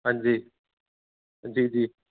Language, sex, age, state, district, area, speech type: Dogri, male, 30-45, Jammu and Kashmir, Reasi, urban, conversation